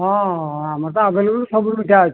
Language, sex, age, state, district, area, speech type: Odia, male, 60+, Odisha, Jajpur, rural, conversation